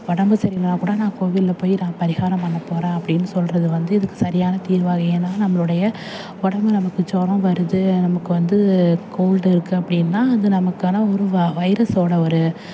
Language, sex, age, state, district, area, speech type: Tamil, female, 30-45, Tamil Nadu, Thanjavur, urban, spontaneous